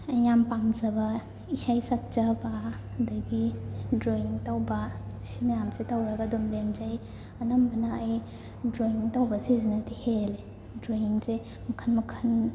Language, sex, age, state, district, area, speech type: Manipuri, female, 18-30, Manipur, Imphal West, rural, spontaneous